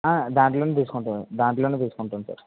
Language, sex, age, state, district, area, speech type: Telugu, male, 30-45, Andhra Pradesh, Kakinada, urban, conversation